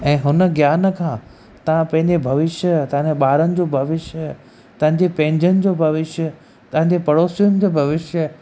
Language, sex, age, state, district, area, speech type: Sindhi, male, 30-45, Gujarat, Kutch, rural, spontaneous